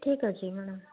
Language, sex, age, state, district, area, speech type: Odia, female, 30-45, Odisha, Puri, urban, conversation